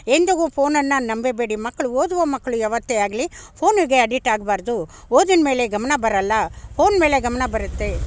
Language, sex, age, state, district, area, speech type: Kannada, female, 60+, Karnataka, Bangalore Rural, rural, spontaneous